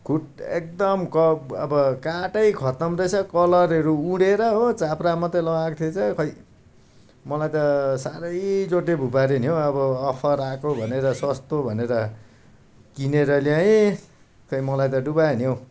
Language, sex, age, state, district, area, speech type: Nepali, male, 45-60, West Bengal, Darjeeling, rural, spontaneous